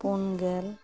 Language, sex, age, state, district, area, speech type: Santali, female, 30-45, West Bengal, Malda, rural, spontaneous